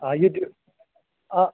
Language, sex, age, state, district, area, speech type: Kashmiri, male, 45-60, Jammu and Kashmir, Ganderbal, rural, conversation